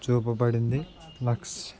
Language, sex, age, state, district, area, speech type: Telugu, male, 18-30, Andhra Pradesh, Anakapalli, rural, spontaneous